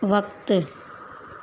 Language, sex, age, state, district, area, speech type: Sindhi, female, 30-45, Gujarat, Surat, urban, read